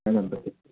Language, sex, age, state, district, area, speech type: Telugu, female, 30-45, Andhra Pradesh, Konaseema, urban, conversation